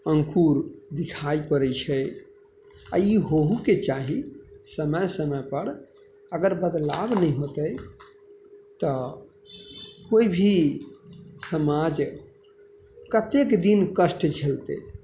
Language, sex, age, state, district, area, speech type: Maithili, male, 30-45, Bihar, Madhubani, rural, spontaneous